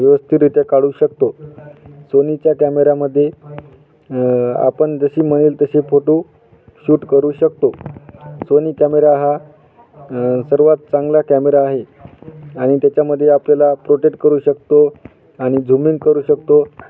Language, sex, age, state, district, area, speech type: Marathi, male, 30-45, Maharashtra, Hingoli, urban, spontaneous